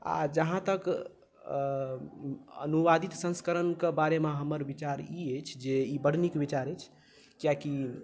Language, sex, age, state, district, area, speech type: Maithili, other, 18-30, Bihar, Madhubani, rural, spontaneous